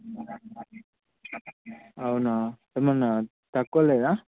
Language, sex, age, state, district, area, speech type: Telugu, male, 30-45, Telangana, Mancherial, rural, conversation